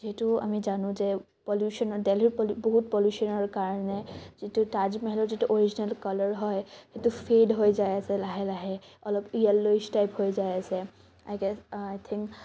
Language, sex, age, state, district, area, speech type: Assamese, female, 18-30, Assam, Morigaon, rural, spontaneous